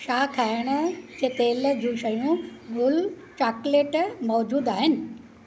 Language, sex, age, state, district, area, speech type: Sindhi, female, 45-60, Maharashtra, Thane, rural, read